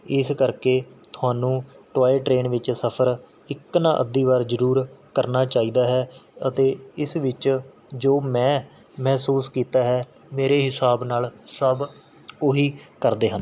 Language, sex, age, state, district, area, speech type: Punjabi, male, 18-30, Punjab, Mohali, urban, spontaneous